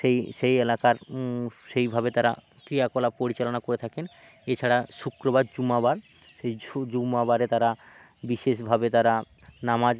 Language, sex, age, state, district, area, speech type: Bengali, male, 45-60, West Bengal, Hooghly, urban, spontaneous